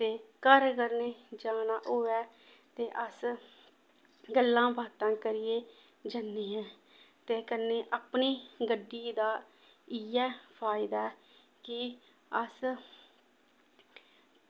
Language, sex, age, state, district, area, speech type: Dogri, female, 30-45, Jammu and Kashmir, Samba, urban, spontaneous